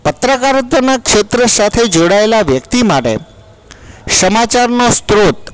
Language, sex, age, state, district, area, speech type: Gujarati, male, 45-60, Gujarat, Junagadh, urban, spontaneous